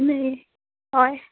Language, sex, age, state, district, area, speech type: Assamese, female, 18-30, Assam, Charaideo, urban, conversation